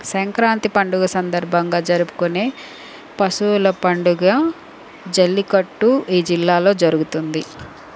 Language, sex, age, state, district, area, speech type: Telugu, female, 30-45, Andhra Pradesh, Chittoor, urban, spontaneous